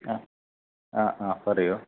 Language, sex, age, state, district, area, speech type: Malayalam, male, 30-45, Kerala, Kasaragod, urban, conversation